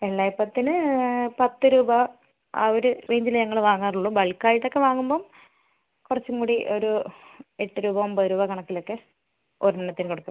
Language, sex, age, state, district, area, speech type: Malayalam, female, 18-30, Kerala, Wayanad, rural, conversation